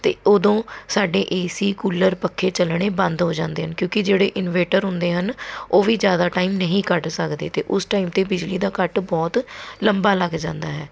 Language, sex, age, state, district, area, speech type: Punjabi, female, 30-45, Punjab, Mohali, urban, spontaneous